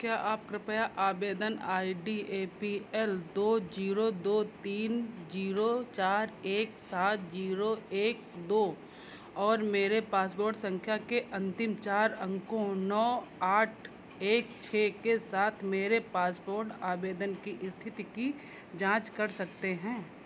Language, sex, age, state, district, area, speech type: Hindi, female, 45-60, Uttar Pradesh, Sitapur, rural, read